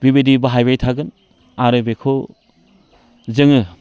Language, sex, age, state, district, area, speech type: Bodo, male, 45-60, Assam, Udalguri, rural, spontaneous